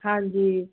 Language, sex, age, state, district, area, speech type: Punjabi, female, 45-60, Punjab, Muktsar, urban, conversation